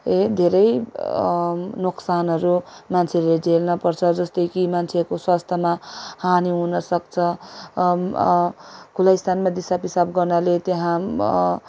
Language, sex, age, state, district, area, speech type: Nepali, female, 18-30, West Bengal, Darjeeling, rural, spontaneous